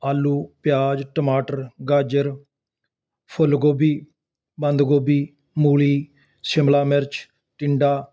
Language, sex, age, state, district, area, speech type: Punjabi, male, 60+, Punjab, Ludhiana, urban, spontaneous